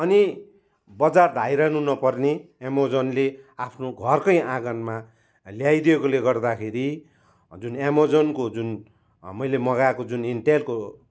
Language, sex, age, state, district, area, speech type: Nepali, male, 45-60, West Bengal, Kalimpong, rural, spontaneous